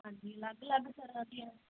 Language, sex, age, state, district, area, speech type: Punjabi, female, 18-30, Punjab, Muktsar, urban, conversation